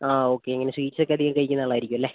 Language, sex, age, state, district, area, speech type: Malayalam, male, 30-45, Kerala, Wayanad, rural, conversation